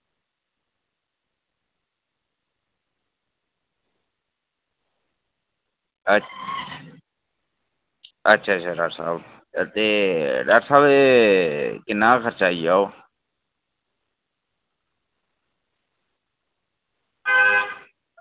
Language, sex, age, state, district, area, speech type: Dogri, male, 30-45, Jammu and Kashmir, Reasi, rural, conversation